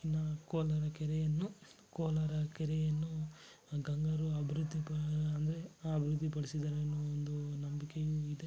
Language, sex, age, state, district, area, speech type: Kannada, male, 60+, Karnataka, Kolar, rural, spontaneous